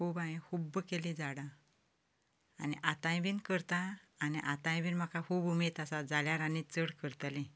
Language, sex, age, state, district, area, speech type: Goan Konkani, female, 45-60, Goa, Canacona, rural, spontaneous